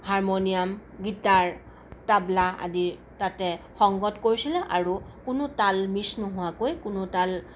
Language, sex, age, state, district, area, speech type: Assamese, female, 45-60, Assam, Sonitpur, urban, spontaneous